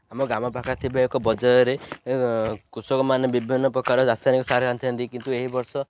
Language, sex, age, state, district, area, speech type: Odia, male, 18-30, Odisha, Ganjam, rural, spontaneous